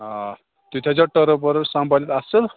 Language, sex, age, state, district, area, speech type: Kashmiri, male, 18-30, Jammu and Kashmir, Pulwama, rural, conversation